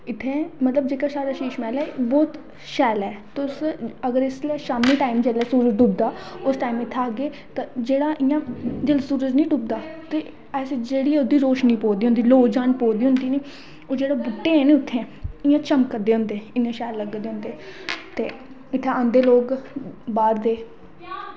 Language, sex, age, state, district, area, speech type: Dogri, female, 18-30, Jammu and Kashmir, Udhampur, rural, spontaneous